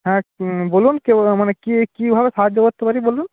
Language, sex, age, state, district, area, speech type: Bengali, male, 18-30, West Bengal, Jalpaiguri, rural, conversation